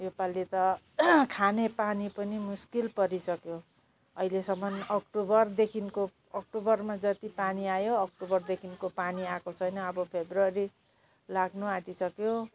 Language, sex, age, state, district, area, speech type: Nepali, female, 45-60, West Bengal, Jalpaiguri, rural, spontaneous